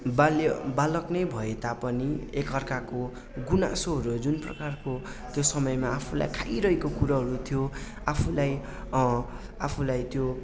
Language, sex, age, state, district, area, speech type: Nepali, male, 18-30, West Bengal, Darjeeling, rural, spontaneous